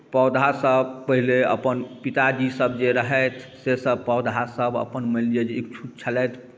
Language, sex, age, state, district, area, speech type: Maithili, male, 45-60, Bihar, Darbhanga, rural, spontaneous